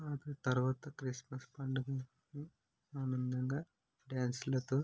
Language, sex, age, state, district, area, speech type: Telugu, male, 18-30, Andhra Pradesh, West Godavari, rural, spontaneous